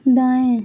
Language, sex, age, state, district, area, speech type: Hindi, female, 18-30, Uttar Pradesh, Mau, rural, read